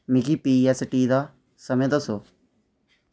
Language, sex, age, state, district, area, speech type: Dogri, male, 18-30, Jammu and Kashmir, Reasi, rural, read